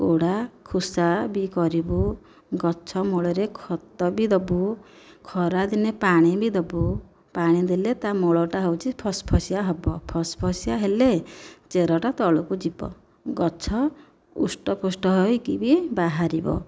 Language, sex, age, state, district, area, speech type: Odia, female, 45-60, Odisha, Nayagarh, rural, spontaneous